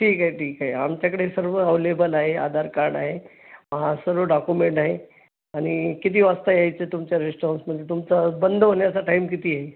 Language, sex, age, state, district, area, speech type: Marathi, male, 45-60, Maharashtra, Buldhana, urban, conversation